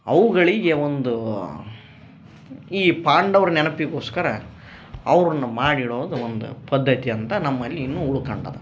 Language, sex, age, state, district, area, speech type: Kannada, male, 18-30, Karnataka, Koppal, rural, spontaneous